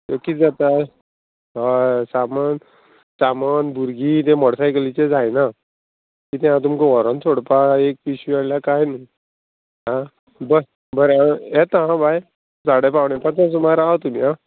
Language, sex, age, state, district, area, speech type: Goan Konkani, male, 45-60, Goa, Murmgao, rural, conversation